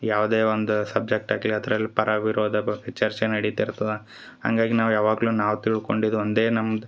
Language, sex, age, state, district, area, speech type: Kannada, male, 30-45, Karnataka, Gulbarga, rural, spontaneous